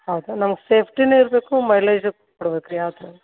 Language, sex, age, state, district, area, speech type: Kannada, female, 60+, Karnataka, Koppal, rural, conversation